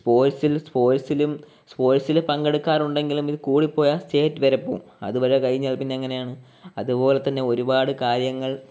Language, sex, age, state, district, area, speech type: Malayalam, male, 18-30, Kerala, Kollam, rural, spontaneous